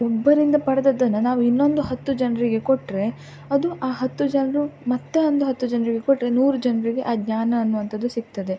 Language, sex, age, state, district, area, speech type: Kannada, female, 18-30, Karnataka, Dakshina Kannada, rural, spontaneous